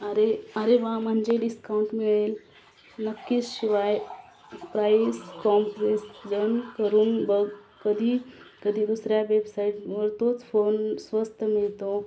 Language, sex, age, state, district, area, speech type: Marathi, female, 18-30, Maharashtra, Beed, rural, spontaneous